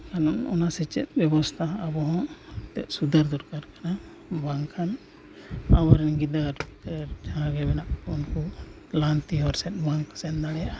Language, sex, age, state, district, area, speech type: Santali, male, 45-60, Jharkhand, East Singhbhum, rural, spontaneous